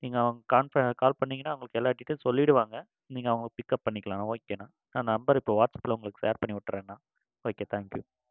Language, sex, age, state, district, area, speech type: Tamil, male, 30-45, Tamil Nadu, Coimbatore, rural, spontaneous